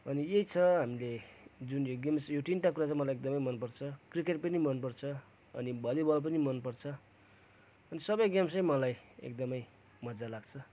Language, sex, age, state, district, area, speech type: Nepali, male, 45-60, West Bengal, Kalimpong, rural, spontaneous